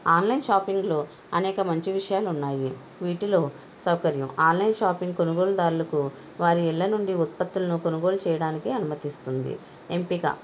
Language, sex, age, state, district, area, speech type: Telugu, female, 18-30, Andhra Pradesh, Konaseema, rural, spontaneous